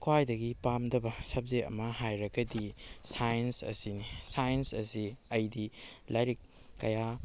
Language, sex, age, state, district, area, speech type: Manipuri, male, 18-30, Manipur, Kakching, rural, spontaneous